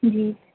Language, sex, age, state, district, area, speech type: Urdu, female, 18-30, Delhi, East Delhi, urban, conversation